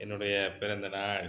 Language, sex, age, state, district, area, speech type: Tamil, male, 45-60, Tamil Nadu, Pudukkottai, rural, spontaneous